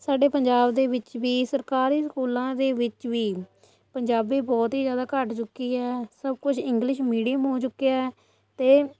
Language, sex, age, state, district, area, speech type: Punjabi, female, 18-30, Punjab, Fatehgarh Sahib, rural, spontaneous